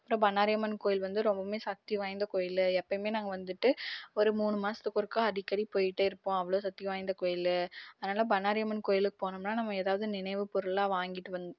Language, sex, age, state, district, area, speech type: Tamil, female, 18-30, Tamil Nadu, Erode, rural, spontaneous